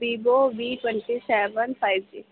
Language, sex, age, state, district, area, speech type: Urdu, female, 18-30, Uttar Pradesh, Gautam Buddha Nagar, urban, conversation